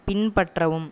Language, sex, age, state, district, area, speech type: Tamil, male, 18-30, Tamil Nadu, Cuddalore, rural, read